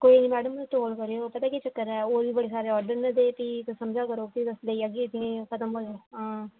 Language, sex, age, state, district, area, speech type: Dogri, female, 18-30, Jammu and Kashmir, Jammu, urban, conversation